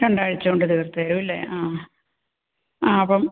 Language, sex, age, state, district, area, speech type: Malayalam, female, 45-60, Kerala, Malappuram, rural, conversation